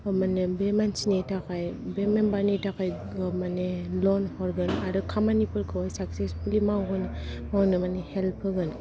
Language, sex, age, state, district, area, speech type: Bodo, female, 45-60, Assam, Kokrajhar, urban, spontaneous